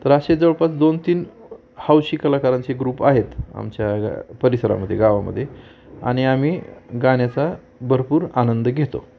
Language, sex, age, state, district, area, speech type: Marathi, male, 45-60, Maharashtra, Osmanabad, rural, spontaneous